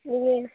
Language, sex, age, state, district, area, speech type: Tamil, female, 18-30, Tamil Nadu, Nagapattinam, urban, conversation